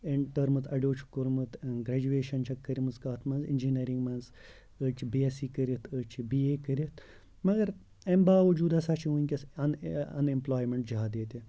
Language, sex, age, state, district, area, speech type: Kashmiri, male, 30-45, Jammu and Kashmir, Ganderbal, rural, spontaneous